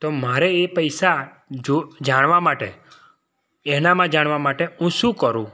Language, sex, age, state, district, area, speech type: Gujarati, male, 30-45, Gujarat, Kheda, rural, spontaneous